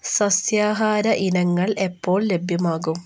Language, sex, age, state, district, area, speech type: Malayalam, female, 18-30, Kerala, Wayanad, rural, read